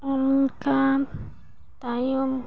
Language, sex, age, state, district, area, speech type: Santali, female, 18-30, West Bengal, Paschim Bardhaman, rural, spontaneous